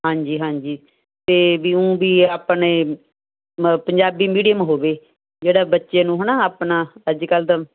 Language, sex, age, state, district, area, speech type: Punjabi, female, 60+, Punjab, Muktsar, urban, conversation